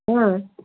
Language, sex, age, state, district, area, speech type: Odia, female, 60+, Odisha, Gajapati, rural, conversation